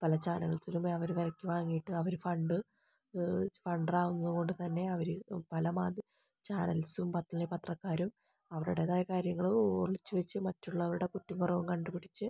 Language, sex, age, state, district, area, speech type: Malayalam, female, 30-45, Kerala, Palakkad, rural, spontaneous